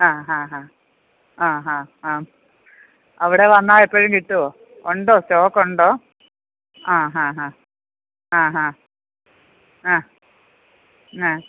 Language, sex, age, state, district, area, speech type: Malayalam, female, 30-45, Kerala, Pathanamthitta, rural, conversation